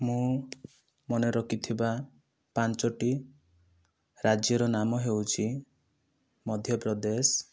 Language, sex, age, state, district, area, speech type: Odia, male, 18-30, Odisha, Kandhamal, rural, spontaneous